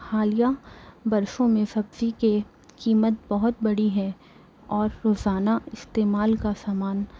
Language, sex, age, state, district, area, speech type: Urdu, female, 18-30, Delhi, Central Delhi, urban, spontaneous